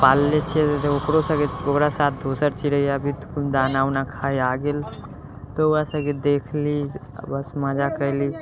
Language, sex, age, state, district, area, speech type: Maithili, male, 18-30, Bihar, Muzaffarpur, rural, spontaneous